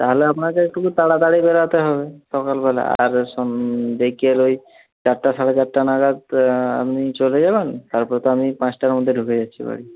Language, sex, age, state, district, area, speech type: Bengali, male, 30-45, West Bengal, Jhargram, rural, conversation